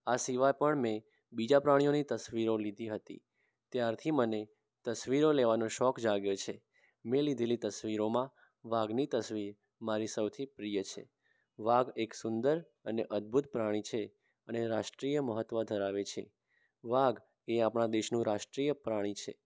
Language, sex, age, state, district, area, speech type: Gujarati, male, 18-30, Gujarat, Mehsana, rural, spontaneous